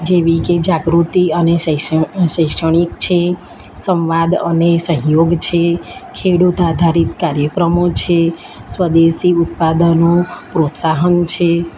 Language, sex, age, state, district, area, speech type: Gujarati, female, 30-45, Gujarat, Kheda, rural, spontaneous